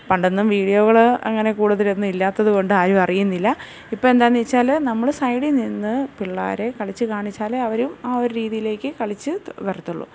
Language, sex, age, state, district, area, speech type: Malayalam, female, 30-45, Kerala, Kottayam, urban, spontaneous